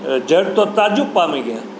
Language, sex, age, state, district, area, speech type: Gujarati, male, 60+, Gujarat, Rajkot, urban, spontaneous